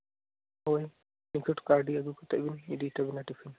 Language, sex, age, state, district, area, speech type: Santali, female, 18-30, West Bengal, Jhargram, rural, conversation